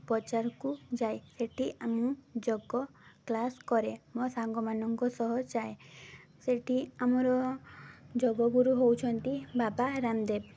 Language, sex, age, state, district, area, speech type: Odia, female, 18-30, Odisha, Mayurbhanj, rural, spontaneous